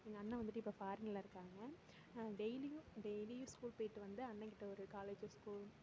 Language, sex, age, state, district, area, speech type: Tamil, female, 18-30, Tamil Nadu, Mayiladuthurai, rural, spontaneous